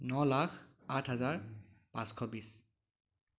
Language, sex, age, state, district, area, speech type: Assamese, male, 18-30, Assam, Biswanath, rural, spontaneous